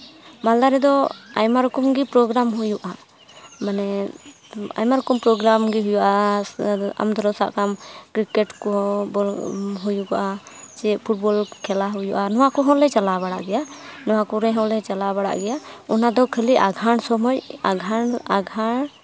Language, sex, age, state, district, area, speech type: Santali, female, 18-30, West Bengal, Malda, rural, spontaneous